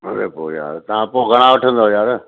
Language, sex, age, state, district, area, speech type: Sindhi, male, 60+, Gujarat, Surat, urban, conversation